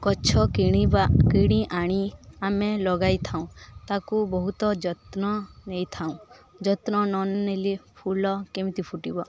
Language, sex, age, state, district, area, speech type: Odia, female, 18-30, Odisha, Balangir, urban, spontaneous